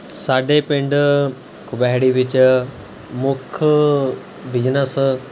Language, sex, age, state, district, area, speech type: Punjabi, male, 18-30, Punjab, Mohali, rural, spontaneous